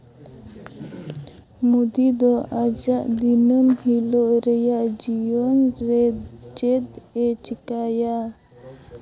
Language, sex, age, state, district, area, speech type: Santali, female, 18-30, Jharkhand, Seraikela Kharsawan, rural, read